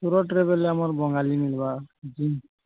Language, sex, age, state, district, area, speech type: Odia, male, 45-60, Odisha, Nuapada, urban, conversation